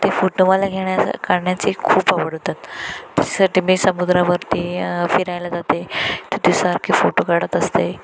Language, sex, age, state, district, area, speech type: Marathi, female, 30-45, Maharashtra, Ratnagiri, rural, spontaneous